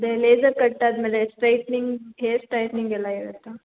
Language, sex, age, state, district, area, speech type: Kannada, female, 18-30, Karnataka, Hassan, rural, conversation